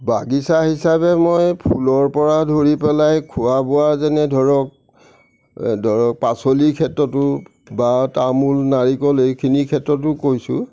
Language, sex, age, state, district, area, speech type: Assamese, male, 60+, Assam, Nagaon, rural, spontaneous